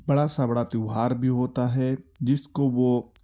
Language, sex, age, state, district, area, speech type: Urdu, male, 18-30, Uttar Pradesh, Ghaziabad, urban, spontaneous